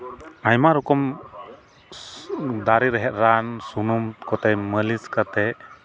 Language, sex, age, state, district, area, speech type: Santali, male, 18-30, West Bengal, Malda, rural, spontaneous